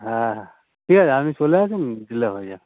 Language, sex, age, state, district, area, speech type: Bengali, male, 30-45, West Bengal, North 24 Parganas, urban, conversation